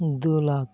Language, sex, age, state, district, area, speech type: Santali, male, 18-30, Jharkhand, Pakur, rural, spontaneous